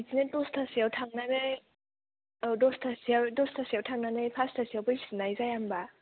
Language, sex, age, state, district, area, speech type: Bodo, female, 18-30, Assam, Kokrajhar, rural, conversation